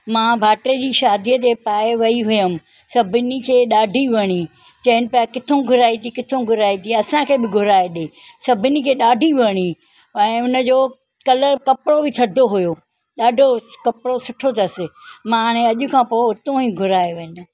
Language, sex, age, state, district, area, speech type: Sindhi, female, 60+, Maharashtra, Thane, urban, spontaneous